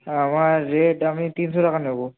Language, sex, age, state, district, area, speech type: Bengali, male, 30-45, West Bengal, Bankura, urban, conversation